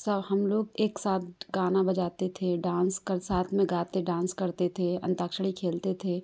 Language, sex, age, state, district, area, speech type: Hindi, female, 18-30, Madhya Pradesh, Katni, urban, spontaneous